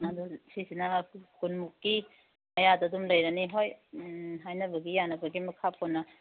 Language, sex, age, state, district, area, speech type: Manipuri, female, 30-45, Manipur, Kangpokpi, urban, conversation